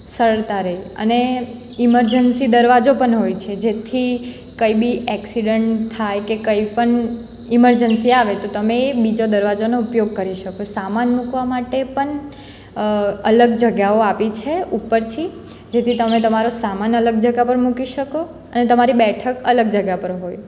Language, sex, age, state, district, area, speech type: Gujarati, female, 18-30, Gujarat, Surat, rural, spontaneous